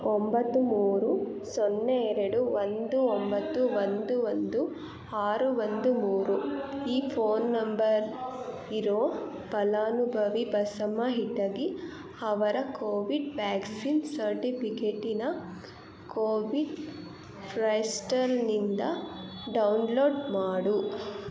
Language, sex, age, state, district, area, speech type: Kannada, female, 18-30, Karnataka, Chitradurga, rural, read